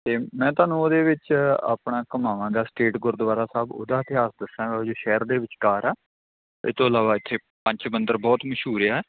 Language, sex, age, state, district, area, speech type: Punjabi, male, 30-45, Punjab, Kapurthala, rural, conversation